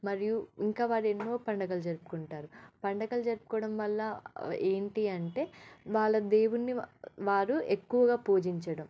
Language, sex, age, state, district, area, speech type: Telugu, female, 18-30, Telangana, Medak, rural, spontaneous